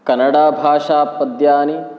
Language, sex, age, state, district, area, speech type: Sanskrit, male, 18-30, Kerala, Kasaragod, rural, spontaneous